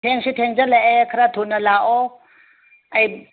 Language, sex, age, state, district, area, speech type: Manipuri, female, 60+, Manipur, Ukhrul, rural, conversation